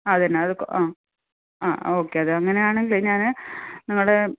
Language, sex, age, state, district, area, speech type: Malayalam, female, 45-60, Kerala, Kasaragod, rural, conversation